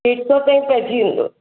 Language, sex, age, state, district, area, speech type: Sindhi, female, 45-60, Maharashtra, Mumbai Suburban, urban, conversation